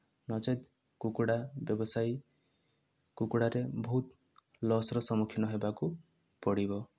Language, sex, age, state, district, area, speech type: Odia, male, 18-30, Odisha, Kandhamal, rural, spontaneous